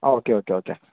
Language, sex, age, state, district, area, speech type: Malayalam, male, 18-30, Kerala, Wayanad, rural, conversation